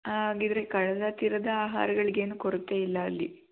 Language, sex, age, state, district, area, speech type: Kannada, female, 18-30, Karnataka, Tumkur, rural, conversation